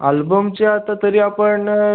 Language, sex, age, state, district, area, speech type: Marathi, male, 18-30, Maharashtra, Raigad, rural, conversation